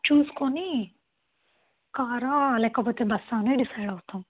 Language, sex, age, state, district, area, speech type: Telugu, female, 30-45, Andhra Pradesh, N T Rama Rao, urban, conversation